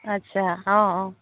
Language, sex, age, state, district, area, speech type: Assamese, female, 45-60, Assam, Udalguri, rural, conversation